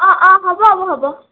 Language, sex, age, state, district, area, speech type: Assamese, female, 18-30, Assam, Nalbari, rural, conversation